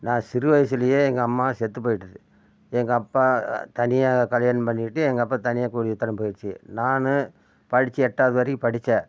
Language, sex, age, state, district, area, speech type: Tamil, male, 60+, Tamil Nadu, Namakkal, rural, spontaneous